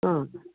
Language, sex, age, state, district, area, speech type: Sanskrit, female, 45-60, Maharashtra, Nagpur, urban, conversation